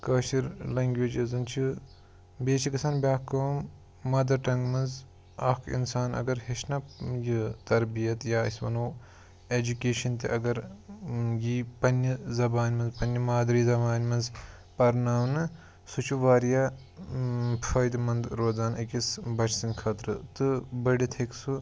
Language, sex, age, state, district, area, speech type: Kashmiri, male, 18-30, Jammu and Kashmir, Pulwama, rural, spontaneous